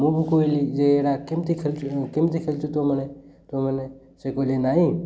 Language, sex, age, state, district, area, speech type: Odia, male, 30-45, Odisha, Malkangiri, urban, spontaneous